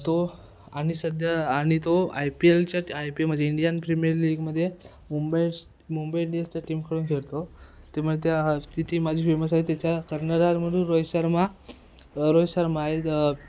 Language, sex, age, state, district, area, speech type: Marathi, male, 18-30, Maharashtra, Ratnagiri, rural, spontaneous